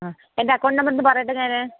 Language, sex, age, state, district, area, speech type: Malayalam, female, 30-45, Kerala, Kollam, rural, conversation